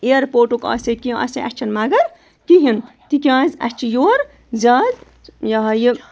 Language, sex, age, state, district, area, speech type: Kashmiri, female, 30-45, Jammu and Kashmir, Bandipora, rural, spontaneous